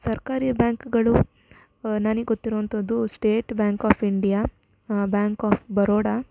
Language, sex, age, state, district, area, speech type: Kannada, female, 18-30, Karnataka, Shimoga, rural, spontaneous